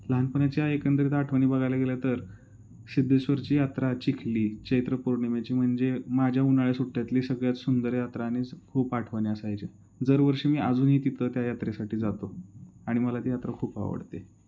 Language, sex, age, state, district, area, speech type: Marathi, male, 30-45, Maharashtra, Osmanabad, rural, spontaneous